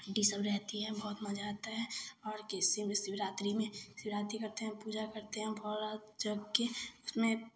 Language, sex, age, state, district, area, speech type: Hindi, female, 18-30, Bihar, Samastipur, rural, spontaneous